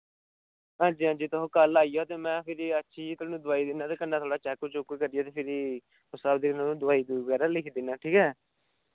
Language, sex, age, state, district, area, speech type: Dogri, male, 18-30, Jammu and Kashmir, Samba, rural, conversation